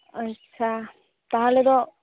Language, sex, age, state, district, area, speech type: Santali, female, 18-30, West Bengal, Purulia, rural, conversation